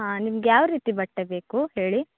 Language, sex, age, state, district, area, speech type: Kannada, female, 30-45, Karnataka, Uttara Kannada, rural, conversation